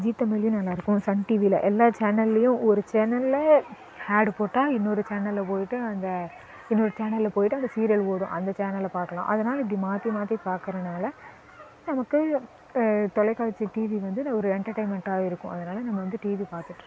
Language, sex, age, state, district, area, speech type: Tamil, female, 18-30, Tamil Nadu, Namakkal, rural, spontaneous